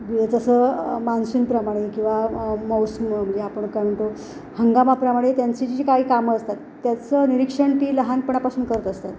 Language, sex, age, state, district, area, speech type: Marathi, female, 45-60, Maharashtra, Ratnagiri, rural, spontaneous